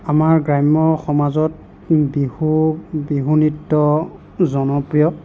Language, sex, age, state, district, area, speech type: Assamese, male, 45-60, Assam, Nagaon, rural, spontaneous